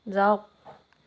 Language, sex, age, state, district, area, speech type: Assamese, female, 30-45, Assam, Dhemaji, rural, read